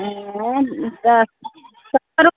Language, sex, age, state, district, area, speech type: Maithili, female, 18-30, Bihar, Muzaffarpur, rural, conversation